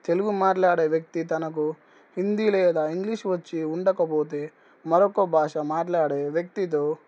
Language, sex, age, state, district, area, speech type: Telugu, male, 18-30, Telangana, Nizamabad, urban, spontaneous